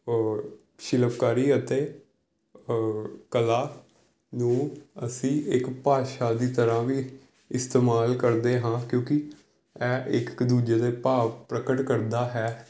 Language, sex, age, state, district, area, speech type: Punjabi, male, 18-30, Punjab, Pathankot, urban, spontaneous